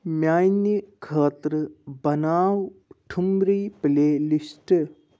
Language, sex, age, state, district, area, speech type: Kashmiri, male, 30-45, Jammu and Kashmir, Anantnag, rural, read